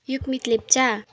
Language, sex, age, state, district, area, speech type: Nepali, female, 18-30, West Bengal, Kalimpong, rural, spontaneous